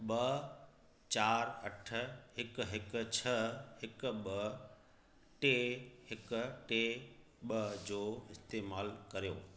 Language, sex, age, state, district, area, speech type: Sindhi, male, 30-45, Gujarat, Kutch, rural, read